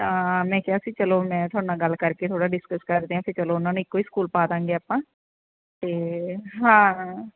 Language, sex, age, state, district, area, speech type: Punjabi, female, 30-45, Punjab, Jalandhar, rural, conversation